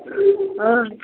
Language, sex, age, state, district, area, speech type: Maithili, female, 60+, Bihar, Darbhanga, urban, conversation